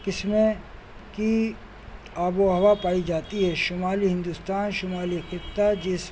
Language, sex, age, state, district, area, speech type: Urdu, male, 45-60, Delhi, New Delhi, urban, spontaneous